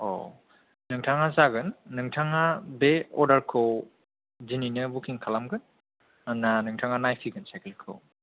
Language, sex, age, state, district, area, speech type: Bodo, male, 18-30, Assam, Kokrajhar, rural, conversation